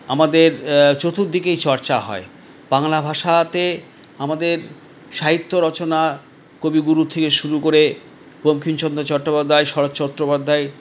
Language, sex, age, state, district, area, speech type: Bengali, male, 60+, West Bengal, Paschim Bardhaman, urban, spontaneous